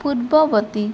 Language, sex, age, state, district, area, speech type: Odia, female, 18-30, Odisha, Bhadrak, rural, read